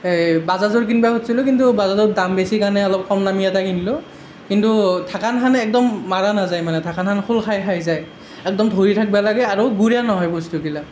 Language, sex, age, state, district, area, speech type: Assamese, male, 18-30, Assam, Nalbari, rural, spontaneous